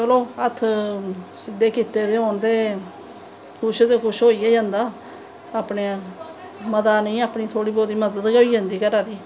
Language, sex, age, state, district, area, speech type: Dogri, female, 30-45, Jammu and Kashmir, Samba, rural, spontaneous